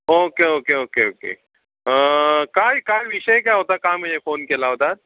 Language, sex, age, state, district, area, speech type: Marathi, male, 45-60, Maharashtra, Ratnagiri, urban, conversation